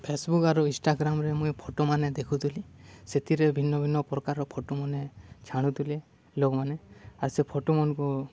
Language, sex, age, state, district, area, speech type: Odia, male, 18-30, Odisha, Balangir, urban, spontaneous